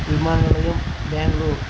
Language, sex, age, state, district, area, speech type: Tamil, male, 45-60, Tamil Nadu, Dharmapuri, rural, spontaneous